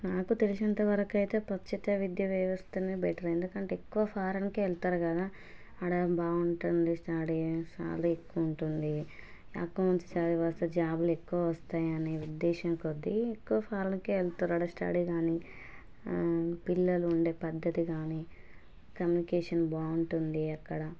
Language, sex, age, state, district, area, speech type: Telugu, female, 30-45, Telangana, Hanamkonda, rural, spontaneous